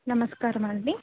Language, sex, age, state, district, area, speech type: Telugu, female, 30-45, Andhra Pradesh, N T Rama Rao, urban, conversation